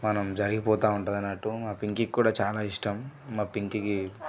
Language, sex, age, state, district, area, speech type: Telugu, male, 18-30, Telangana, Nirmal, rural, spontaneous